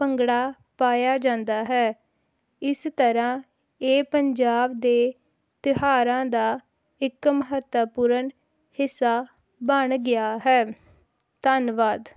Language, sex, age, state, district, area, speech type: Punjabi, female, 18-30, Punjab, Hoshiarpur, rural, spontaneous